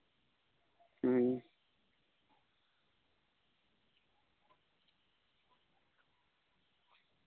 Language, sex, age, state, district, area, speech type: Santali, male, 18-30, West Bengal, Birbhum, rural, conversation